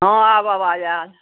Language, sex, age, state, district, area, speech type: Maithili, female, 60+, Bihar, Araria, rural, conversation